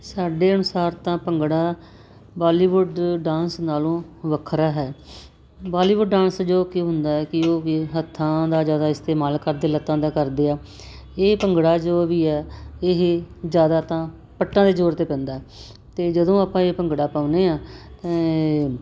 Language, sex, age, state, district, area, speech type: Punjabi, female, 60+, Punjab, Muktsar, urban, spontaneous